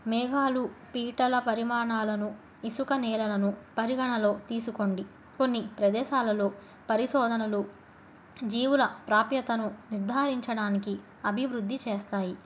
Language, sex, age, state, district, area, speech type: Telugu, female, 30-45, Andhra Pradesh, Krishna, urban, spontaneous